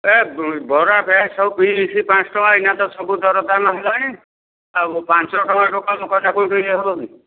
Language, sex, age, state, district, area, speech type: Odia, male, 60+, Odisha, Angul, rural, conversation